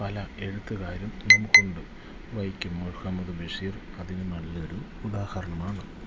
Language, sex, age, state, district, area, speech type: Malayalam, male, 30-45, Kerala, Idukki, rural, spontaneous